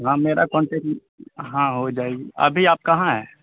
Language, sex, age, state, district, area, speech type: Urdu, male, 18-30, Bihar, Khagaria, rural, conversation